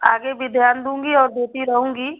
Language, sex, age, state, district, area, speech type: Hindi, female, 30-45, Uttar Pradesh, Azamgarh, rural, conversation